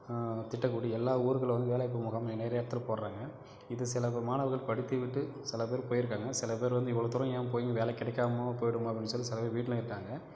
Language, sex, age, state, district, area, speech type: Tamil, male, 45-60, Tamil Nadu, Cuddalore, rural, spontaneous